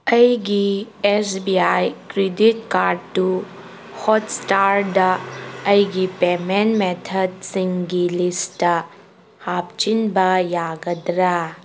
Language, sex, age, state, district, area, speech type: Manipuri, female, 18-30, Manipur, Kangpokpi, urban, read